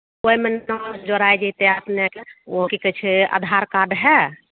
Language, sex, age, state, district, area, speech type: Maithili, female, 45-60, Bihar, Begusarai, urban, conversation